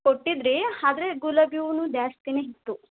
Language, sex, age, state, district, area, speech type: Kannada, female, 18-30, Karnataka, Chamarajanagar, rural, conversation